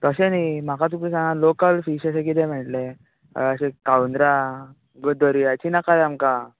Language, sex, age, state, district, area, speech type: Goan Konkani, male, 18-30, Goa, Tiswadi, rural, conversation